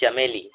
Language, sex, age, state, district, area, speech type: Urdu, male, 18-30, Bihar, Purnia, rural, conversation